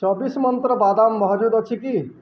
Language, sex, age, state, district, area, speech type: Odia, male, 30-45, Odisha, Balangir, urban, read